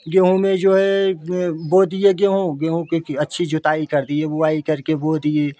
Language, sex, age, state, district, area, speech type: Hindi, male, 45-60, Uttar Pradesh, Jaunpur, rural, spontaneous